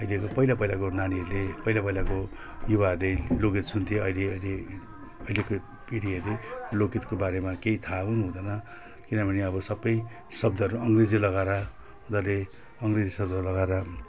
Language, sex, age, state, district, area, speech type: Nepali, male, 45-60, West Bengal, Jalpaiguri, rural, spontaneous